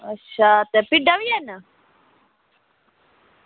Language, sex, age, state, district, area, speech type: Dogri, female, 18-30, Jammu and Kashmir, Udhampur, rural, conversation